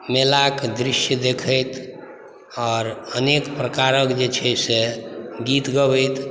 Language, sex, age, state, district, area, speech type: Maithili, male, 45-60, Bihar, Supaul, rural, spontaneous